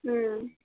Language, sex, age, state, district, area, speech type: Kannada, female, 18-30, Karnataka, Chitradurga, rural, conversation